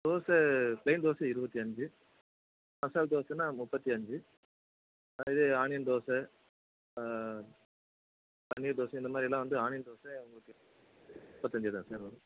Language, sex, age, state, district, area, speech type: Tamil, male, 45-60, Tamil Nadu, Tenkasi, urban, conversation